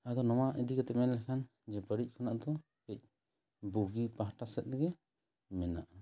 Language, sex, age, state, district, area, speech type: Santali, male, 30-45, West Bengal, Jhargram, rural, spontaneous